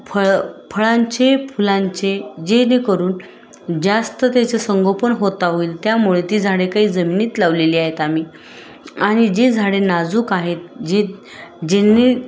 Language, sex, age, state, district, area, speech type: Marathi, female, 30-45, Maharashtra, Osmanabad, rural, spontaneous